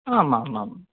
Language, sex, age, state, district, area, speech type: Sanskrit, male, 18-30, Karnataka, Dakshina Kannada, rural, conversation